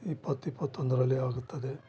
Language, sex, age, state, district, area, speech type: Kannada, male, 45-60, Karnataka, Bellary, rural, spontaneous